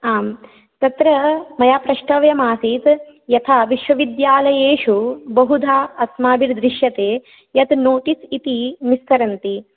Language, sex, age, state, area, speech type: Sanskrit, female, 30-45, Rajasthan, rural, conversation